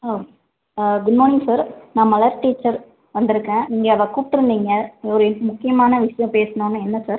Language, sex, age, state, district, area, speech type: Tamil, female, 18-30, Tamil Nadu, Tirunelveli, rural, conversation